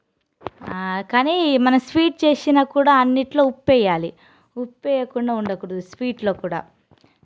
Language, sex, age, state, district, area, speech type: Telugu, female, 30-45, Telangana, Nalgonda, rural, spontaneous